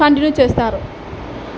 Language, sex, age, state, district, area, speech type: Telugu, female, 18-30, Andhra Pradesh, Nandyal, urban, spontaneous